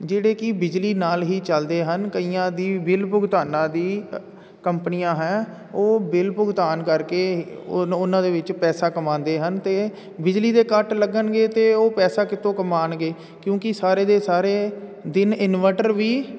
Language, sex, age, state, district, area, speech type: Punjabi, male, 45-60, Punjab, Jalandhar, urban, spontaneous